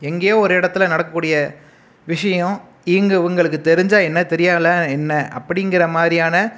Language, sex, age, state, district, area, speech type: Tamil, male, 18-30, Tamil Nadu, Pudukkottai, rural, spontaneous